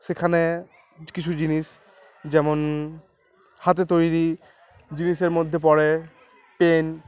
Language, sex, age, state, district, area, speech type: Bengali, male, 18-30, West Bengal, Uttar Dinajpur, urban, spontaneous